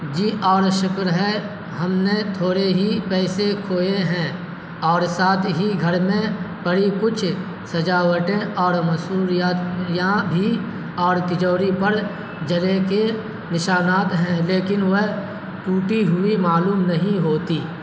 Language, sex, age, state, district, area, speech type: Urdu, male, 30-45, Bihar, Supaul, rural, read